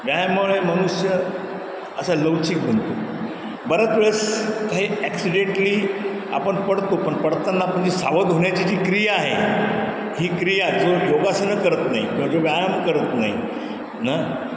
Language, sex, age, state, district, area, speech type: Marathi, male, 60+, Maharashtra, Ahmednagar, urban, spontaneous